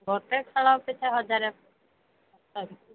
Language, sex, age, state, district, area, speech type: Odia, female, 45-60, Odisha, Sundergarh, rural, conversation